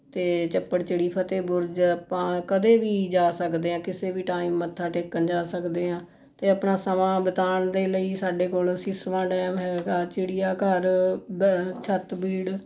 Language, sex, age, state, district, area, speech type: Punjabi, female, 45-60, Punjab, Mohali, urban, spontaneous